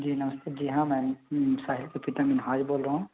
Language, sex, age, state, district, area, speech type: Hindi, male, 60+, Madhya Pradesh, Bhopal, urban, conversation